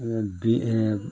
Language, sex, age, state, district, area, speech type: Assamese, male, 45-60, Assam, Majuli, rural, spontaneous